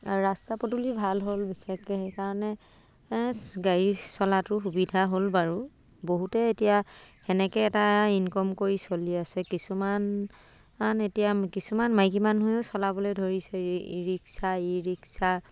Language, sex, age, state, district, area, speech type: Assamese, female, 30-45, Assam, Dibrugarh, rural, spontaneous